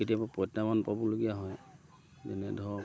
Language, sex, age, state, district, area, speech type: Assamese, male, 60+, Assam, Lakhimpur, urban, spontaneous